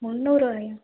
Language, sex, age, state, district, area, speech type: Tamil, female, 30-45, Tamil Nadu, Madurai, urban, conversation